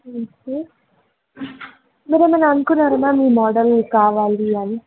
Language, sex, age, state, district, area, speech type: Telugu, female, 18-30, Telangana, Ranga Reddy, rural, conversation